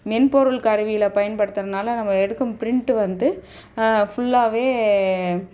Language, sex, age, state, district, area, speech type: Tamil, female, 45-60, Tamil Nadu, Chennai, urban, spontaneous